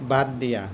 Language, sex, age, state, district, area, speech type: Assamese, male, 45-60, Assam, Kamrup Metropolitan, rural, read